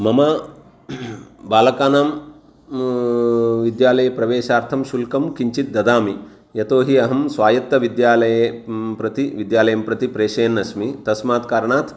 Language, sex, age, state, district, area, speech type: Sanskrit, male, 45-60, Karnataka, Uttara Kannada, urban, spontaneous